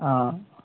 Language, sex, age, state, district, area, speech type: Telugu, male, 18-30, Telangana, Nagarkurnool, urban, conversation